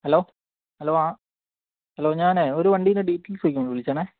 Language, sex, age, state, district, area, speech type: Malayalam, male, 18-30, Kerala, Wayanad, rural, conversation